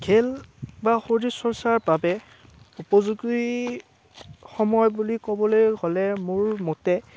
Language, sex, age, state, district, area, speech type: Assamese, male, 18-30, Assam, Udalguri, rural, spontaneous